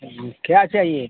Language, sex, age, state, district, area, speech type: Hindi, male, 60+, Uttar Pradesh, Mau, urban, conversation